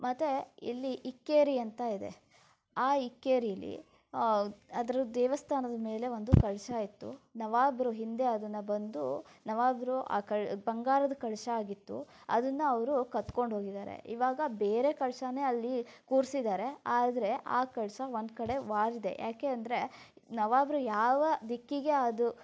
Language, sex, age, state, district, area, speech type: Kannada, female, 30-45, Karnataka, Shimoga, rural, spontaneous